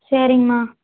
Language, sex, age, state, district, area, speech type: Tamil, female, 18-30, Tamil Nadu, Tiruppur, rural, conversation